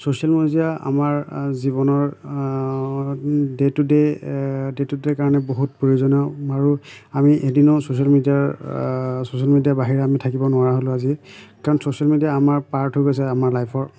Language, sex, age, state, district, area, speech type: Assamese, male, 45-60, Assam, Nagaon, rural, spontaneous